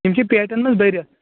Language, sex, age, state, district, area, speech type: Kashmiri, male, 18-30, Jammu and Kashmir, Anantnag, rural, conversation